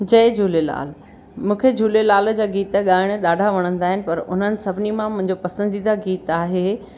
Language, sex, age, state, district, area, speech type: Sindhi, female, 45-60, Maharashtra, Akola, urban, spontaneous